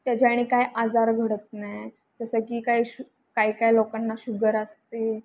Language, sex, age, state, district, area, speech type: Marathi, female, 18-30, Maharashtra, Pune, urban, spontaneous